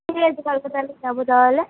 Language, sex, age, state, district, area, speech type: Bengali, female, 18-30, West Bengal, Hooghly, urban, conversation